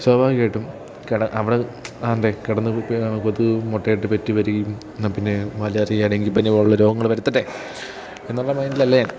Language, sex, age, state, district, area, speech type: Malayalam, male, 18-30, Kerala, Idukki, rural, spontaneous